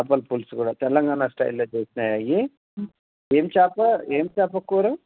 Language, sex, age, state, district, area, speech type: Telugu, male, 60+, Telangana, Hyderabad, rural, conversation